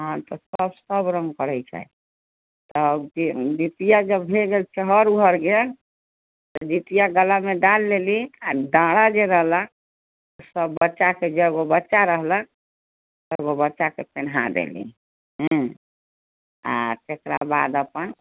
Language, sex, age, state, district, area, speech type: Maithili, female, 60+, Bihar, Sitamarhi, rural, conversation